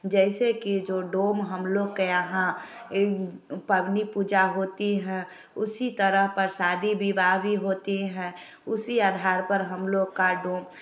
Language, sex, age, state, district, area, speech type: Hindi, female, 30-45, Bihar, Samastipur, rural, spontaneous